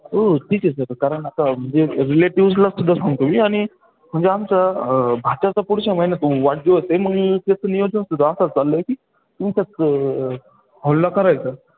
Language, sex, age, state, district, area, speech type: Marathi, male, 18-30, Maharashtra, Ahmednagar, rural, conversation